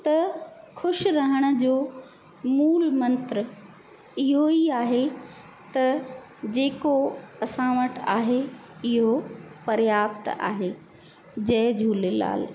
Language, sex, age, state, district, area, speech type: Sindhi, female, 45-60, Madhya Pradesh, Katni, urban, spontaneous